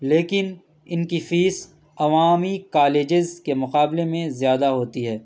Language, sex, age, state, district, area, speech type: Urdu, male, 18-30, Delhi, East Delhi, urban, spontaneous